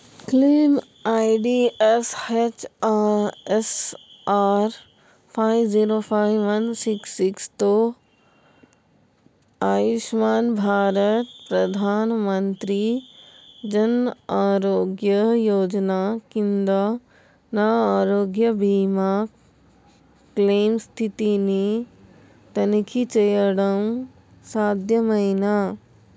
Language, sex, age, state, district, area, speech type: Telugu, female, 30-45, Telangana, Peddapalli, urban, read